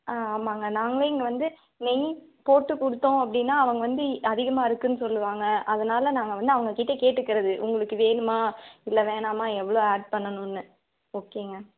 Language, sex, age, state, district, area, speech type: Tamil, female, 18-30, Tamil Nadu, Tiruppur, urban, conversation